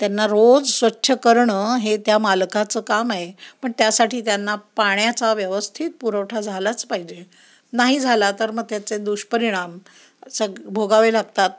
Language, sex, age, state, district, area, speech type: Marathi, female, 60+, Maharashtra, Pune, urban, spontaneous